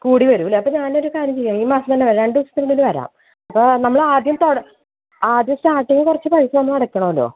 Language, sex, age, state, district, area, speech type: Malayalam, female, 30-45, Kerala, Malappuram, rural, conversation